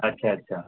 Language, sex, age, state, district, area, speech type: Bengali, male, 18-30, West Bengal, Kolkata, urban, conversation